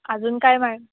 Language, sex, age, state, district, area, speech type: Marathi, female, 18-30, Maharashtra, Mumbai Suburban, urban, conversation